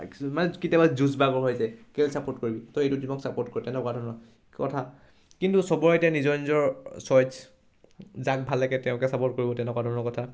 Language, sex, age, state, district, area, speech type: Assamese, male, 18-30, Assam, Charaideo, urban, spontaneous